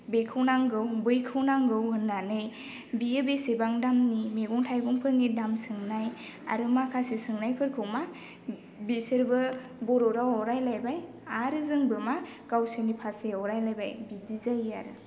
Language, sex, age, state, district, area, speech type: Bodo, female, 18-30, Assam, Baksa, rural, spontaneous